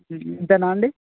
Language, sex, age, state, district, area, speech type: Telugu, male, 18-30, Telangana, Ranga Reddy, rural, conversation